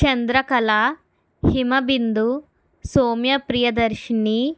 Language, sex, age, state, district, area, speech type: Telugu, female, 30-45, Andhra Pradesh, Kakinada, rural, spontaneous